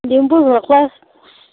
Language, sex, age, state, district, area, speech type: Assamese, female, 18-30, Assam, Darrang, rural, conversation